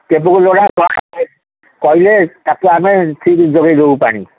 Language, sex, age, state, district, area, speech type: Odia, male, 60+, Odisha, Gajapati, rural, conversation